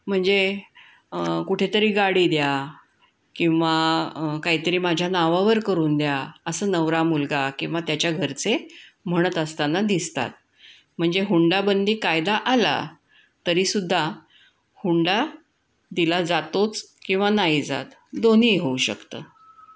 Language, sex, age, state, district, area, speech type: Marathi, female, 60+, Maharashtra, Pune, urban, spontaneous